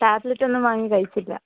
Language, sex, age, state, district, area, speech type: Malayalam, female, 18-30, Kerala, Wayanad, rural, conversation